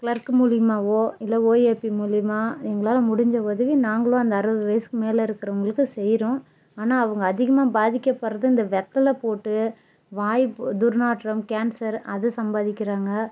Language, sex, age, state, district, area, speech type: Tamil, female, 30-45, Tamil Nadu, Dharmapuri, rural, spontaneous